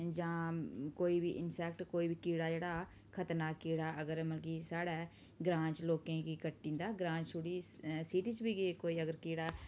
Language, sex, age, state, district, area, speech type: Dogri, female, 30-45, Jammu and Kashmir, Udhampur, rural, spontaneous